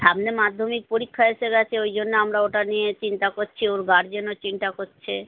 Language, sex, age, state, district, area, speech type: Bengali, female, 30-45, West Bengal, North 24 Parganas, urban, conversation